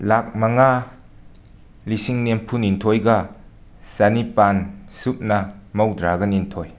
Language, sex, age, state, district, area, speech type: Manipuri, male, 45-60, Manipur, Imphal West, urban, spontaneous